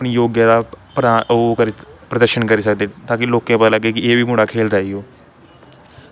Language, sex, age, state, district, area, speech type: Dogri, male, 18-30, Jammu and Kashmir, Samba, urban, spontaneous